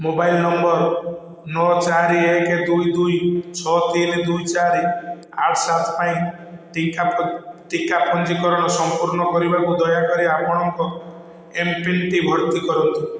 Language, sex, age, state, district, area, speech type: Odia, male, 45-60, Odisha, Balasore, rural, read